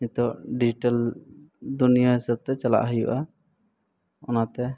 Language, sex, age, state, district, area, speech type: Santali, male, 18-30, Jharkhand, East Singhbhum, rural, spontaneous